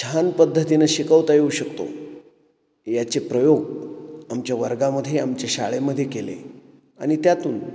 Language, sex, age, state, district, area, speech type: Marathi, male, 45-60, Maharashtra, Ahmednagar, urban, spontaneous